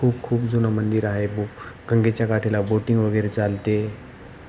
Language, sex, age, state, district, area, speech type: Marathi, male, 18-30, Maharashtra, Nanded, urban, spontaneous